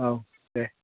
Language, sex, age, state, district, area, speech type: Bodo, other, 60+, Assam, Chirang, rural, conversation